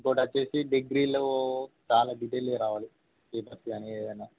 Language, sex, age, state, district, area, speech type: Telugu, male, 18-30, Telangana, Jangaon, urban, conversation